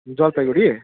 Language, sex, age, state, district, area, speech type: Nepali, male, 30-45, West Bengal, Jalpaiguri, rural, conversation